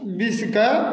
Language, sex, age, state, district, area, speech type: Maithili, male, 60+, Bihar, Madhubani, rural, spontaneous